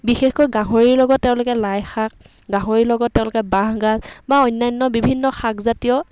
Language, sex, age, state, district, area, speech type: Assamese, female, 30-45, Assam, Dibrugarh, rural, spontaneous